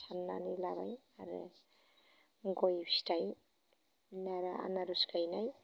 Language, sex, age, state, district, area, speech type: Bodo, female, 30-45, Assam, Baksa, rural, spontaneous